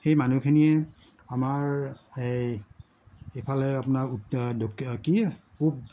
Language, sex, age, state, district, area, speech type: Assamese, male, 60+, Assam, Morigaon, rural, spontaneous